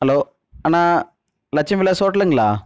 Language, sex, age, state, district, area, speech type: Tamil, male, 30-45, Tamil Nadu, Erode, rural, spontaneous